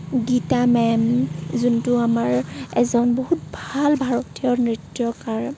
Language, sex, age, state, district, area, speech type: Assamese, female, 18-30, Assam, Morigaon, rural, spontaneous